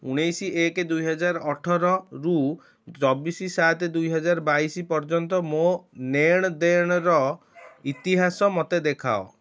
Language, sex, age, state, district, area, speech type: Odia, male, 30-45, Odisha, Cuttack, urban, read